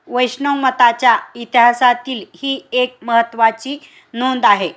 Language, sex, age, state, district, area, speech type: Marathi, female, 45-60, Maharashtra, Osmanabad, rural, read